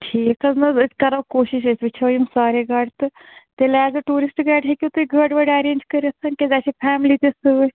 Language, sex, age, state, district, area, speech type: Kashmiri, female, 30-45, Jammu and Kashmir, Srinagar, urban, conversation